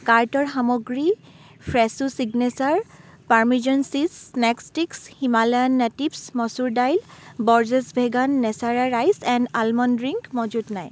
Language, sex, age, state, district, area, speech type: Assamese, female, 18-30, Assam, Dibrugarh, rural, read